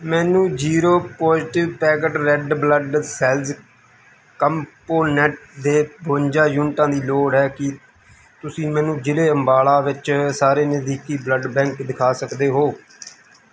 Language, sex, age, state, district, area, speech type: Punjabi, male, 30-45, Punjab, Mansa, urban, read